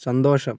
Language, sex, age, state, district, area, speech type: Malayalam, male, 18-30, Kerala, Kozhikode, rural, read